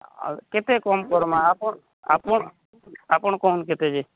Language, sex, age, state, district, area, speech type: Odia, male, 18-30, Odisha, Subarnapur, urban, conversation